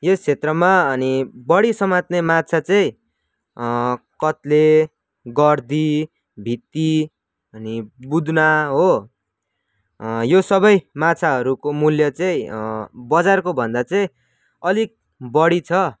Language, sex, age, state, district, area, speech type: Nepali, male, 18-30, West Bengal, Kalimpong, rural, spontaneous